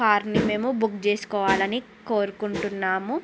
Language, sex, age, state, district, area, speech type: Telugu, female, 30-45, Andhra Pradesh, Srikakulam, urban, spontaneous